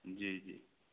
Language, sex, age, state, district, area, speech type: Maithili, male, 45-60, Bihar, Madhubani, rural, conversation